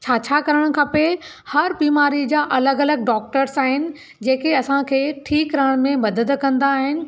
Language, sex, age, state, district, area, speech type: Sindhi, female, 45-60, Maharashtra, Thane, urban, spontaneous